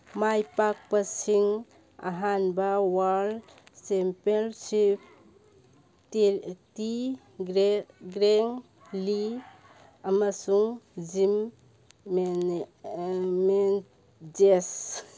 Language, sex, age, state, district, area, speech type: Manipuri, female, 45-60, Manipur, Churachandpur, urban, read